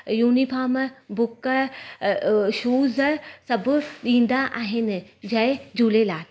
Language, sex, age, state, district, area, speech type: Sindhi, female, 30-45, Gujarat, Surat, urban, spontaneous